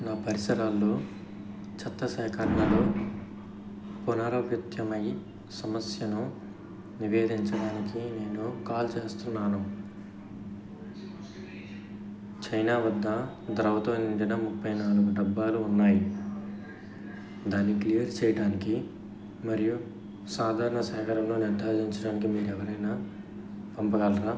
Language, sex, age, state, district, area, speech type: Telugu, male, 18-30, Andhra Pradesh, N T Rama Rao, urban, read